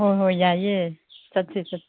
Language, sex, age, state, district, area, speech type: Manipuri, female, 18-30, Manipur, Chandel, rural, conversation